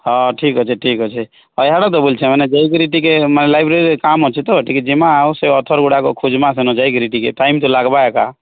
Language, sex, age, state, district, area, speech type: Odia, male, 30-45, Odisha, Nuapada, urban, conversation